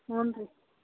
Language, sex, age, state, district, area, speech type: Kannada, female, 18-30, Karnataka, Dharwad, rural, conversation